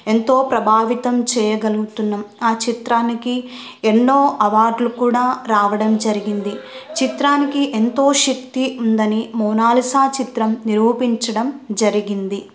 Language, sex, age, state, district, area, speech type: Telugu, female, 18-30, Andhra Pradesh, Kurnool, rural, spontaneous